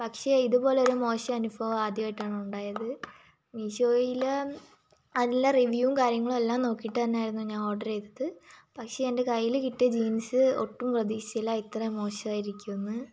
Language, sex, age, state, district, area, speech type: Malayalam, female, 18-30, Kerala, Kollam, rural, spontaneous